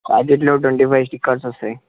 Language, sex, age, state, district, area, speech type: Telugu, male, 18-30, Telangana, Medchal, urban, conversation